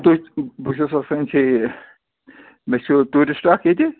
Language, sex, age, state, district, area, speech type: Kashmiri, male, 30-45, Jammu and Kashmir, Budgam, rural, conversation